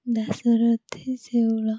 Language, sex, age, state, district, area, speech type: Odia, female, 45-60, Odisha, Puri, urban, spontaneous